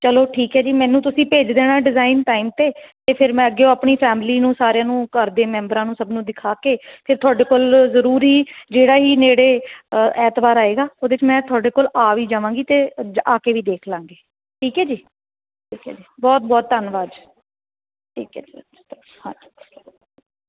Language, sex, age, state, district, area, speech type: Punjabi, female, 30-45, Punjab, Patiala, urban, conversation